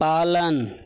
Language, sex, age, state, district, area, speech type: Hindi, male, 30-45, Uttar Pradesh, Mau, urban, read